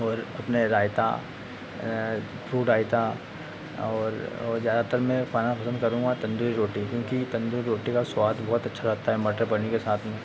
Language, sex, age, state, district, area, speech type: Hindi, male, 30-45, Madhya Pradesh, Harda, urban, spontaneous